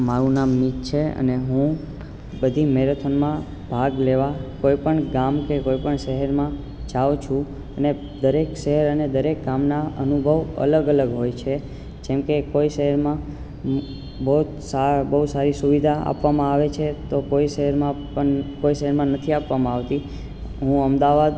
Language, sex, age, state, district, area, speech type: Gujarati, male, 18-30, Gujarat, Ahmedabad, urban, spontaneous